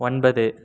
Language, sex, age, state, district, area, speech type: Tamil, male, 18-30, Tamil Nadu, Nilgiris, urban, read